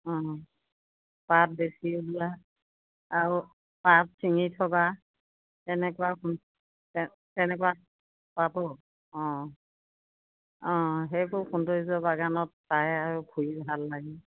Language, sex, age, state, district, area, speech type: Assamese, female, 60+, Assam, Golaghat, urban, conversation